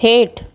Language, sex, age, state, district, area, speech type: Sindhi, female, 30-45, Maharashtra, Thane, urban, read